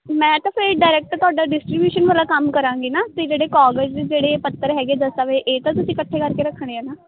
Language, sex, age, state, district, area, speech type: Punjabi, female, 18-30, Punjab, Ludhiana, rural, conversation